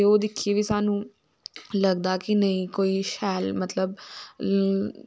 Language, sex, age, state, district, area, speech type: Dogri, female, 18-30, Jammu and Kashmir, Samba, rural, spontaneous